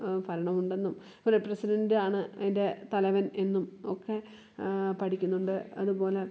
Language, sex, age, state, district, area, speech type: Malayalam, female, 30-45, Kerala, Kollam, rural, spontaneous